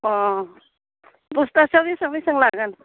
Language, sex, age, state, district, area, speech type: Bodo, female, 30-45, Assam, Udalguri, rural, conversation